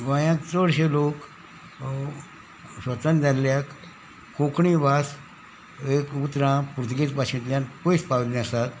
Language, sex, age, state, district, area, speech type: Goan Konkani, male, 60+, Goa, Salcete, rural, spontaneous